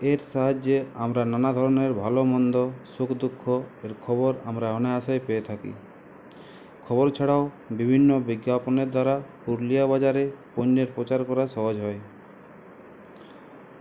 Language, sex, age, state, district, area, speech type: Bengali, male, 30-45, West Bengal, Purulia, urban, spontaneous